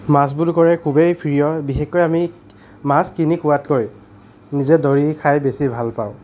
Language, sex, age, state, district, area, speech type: Assamese, male, 60+, Assam, Nagaon, rural, spontaneous